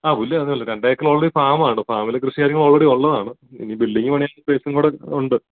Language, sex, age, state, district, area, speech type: Malayalam, male, 18-30, Kerala, Idukki, rural, conversation